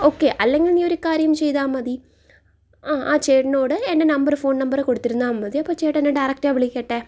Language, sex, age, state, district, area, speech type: Malayalam, female, 18-30, Kerala, Thiruvananthapuram, urban, spontaneous